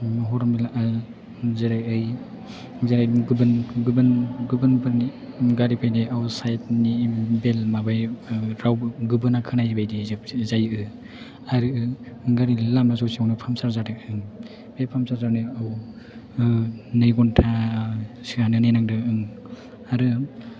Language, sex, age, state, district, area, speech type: Bodo, male, 18-30, Assam, Chirang, rural, spontaneous